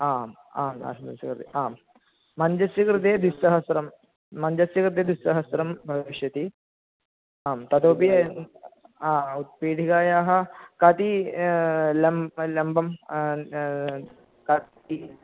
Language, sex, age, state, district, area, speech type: Sanskrit, male, 18-30, Kerala, Thrissur, rural, conversation